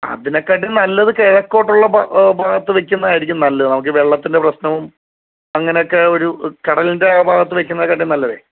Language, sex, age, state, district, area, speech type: Malayalam, male, 30-45, Kerala, Alappuzha, rural, conversation